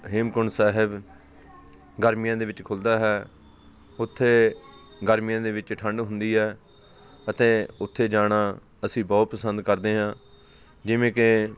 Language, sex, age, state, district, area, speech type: Punjabi, male, 45-60, Punjab, Fatehgarh Sahib, rural, spontaneous